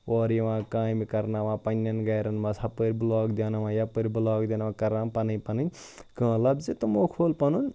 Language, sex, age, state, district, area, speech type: Kashmiri, male, 30-45, Jammu and Kashmir, Ganderbal, rural, spontaneous